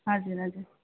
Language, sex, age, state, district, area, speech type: Nepali, female, 30-45, West Bengal, Darjeeling, rural, conversation